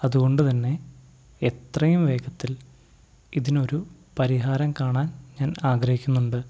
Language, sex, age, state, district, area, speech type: Malayalam, male, 45-60, Kerala, Wayanad, rural, spontaneous